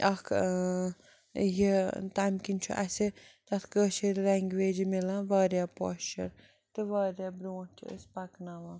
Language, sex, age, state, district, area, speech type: Kashmiri, female, 45-60, Jammu and Kashmir, Srinagar, urban, spontaneous